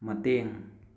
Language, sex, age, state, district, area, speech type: Manipuri, male, 30-45, Manipur, Thoubal, rural, read